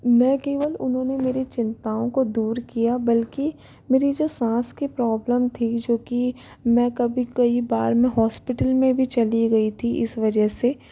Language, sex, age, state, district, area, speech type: Hindi, female, 18-30, Rajasthan, Jaipur, urban, spontaneous